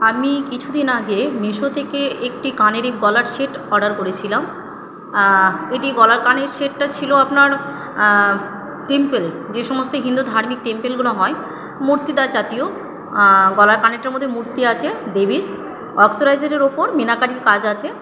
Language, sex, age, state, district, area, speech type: Bengali, female, 30-45, West Bengal, Purba Bardhaman, urban, spontaneous